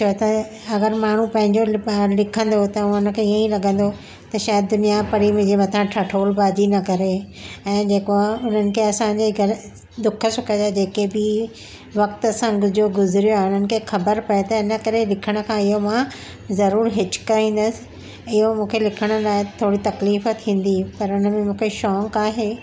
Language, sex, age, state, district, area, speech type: Sindhi, female, 60+, Maharashtra, Mumbai Suburban, urban, spontaneous